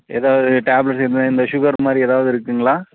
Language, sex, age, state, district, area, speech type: Tamil, male, 30-45, Tamil Nadu, Dharmapuri, rural, conversation